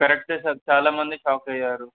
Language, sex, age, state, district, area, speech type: Telugu, male, 18-30, Telangana, Medak, rural, conversation